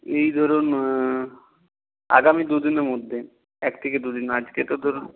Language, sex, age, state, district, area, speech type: Bengali, male, 18-30, West Bengal, North 24 Parganas, rural, conversation